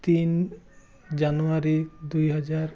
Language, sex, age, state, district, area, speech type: Assamese, male, 30-45, Assam, Biswanath, rural, spontaneous